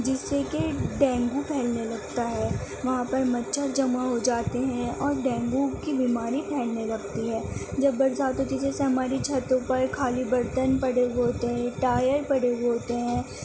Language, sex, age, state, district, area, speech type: Urdu, female, 18-30, Delhi, Central Delhi, urban, spontaneous